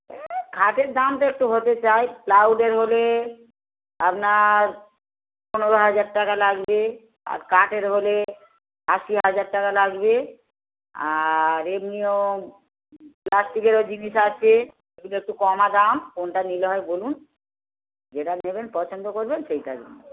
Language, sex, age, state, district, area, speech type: Bengali, female, 60+, West Bengal, Darjeeling, rural, conversation